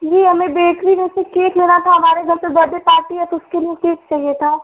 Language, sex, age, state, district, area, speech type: Hindi, female, 18-30, Uttar Pradesh, Ghazipur, rural, conversation